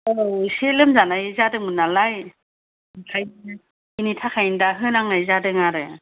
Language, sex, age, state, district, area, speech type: Bodo, female, 45-60, Assam, Kokrajhar, rural, conversation